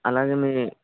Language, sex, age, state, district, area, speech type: Telugu, male, 18-30, Telangana, Vikarabad, urban, conversation